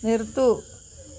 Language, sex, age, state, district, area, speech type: Malayalam, female, 45-60, Kerala, Kollam, rural, read